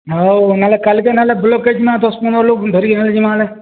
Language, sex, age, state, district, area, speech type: Odia, male, 45-60, Odisha, Boudh, rural, conversation